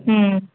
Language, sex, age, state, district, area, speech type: Kannada, female, 30-45, Karnataka, Chamarajanagar, rural, conversation